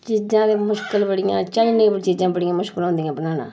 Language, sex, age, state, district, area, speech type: Dogri, female, 45-60, Jammu and Kashmir, Udhampur, rural, spontaneous